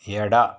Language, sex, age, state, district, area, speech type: Kannada, male, 45-60, Karnataka, Shimoga, rural, read